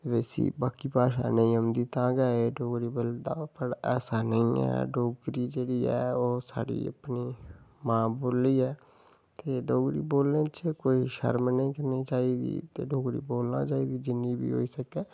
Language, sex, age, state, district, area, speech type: Dogri, male, 30-45, Jammu and Kashmir, Udhampur, rural, spontaneous